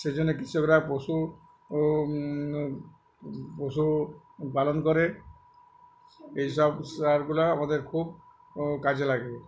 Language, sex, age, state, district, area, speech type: Bengali, male, 60+, West Bengal, Uttar Dinajpur, urban, spontaneous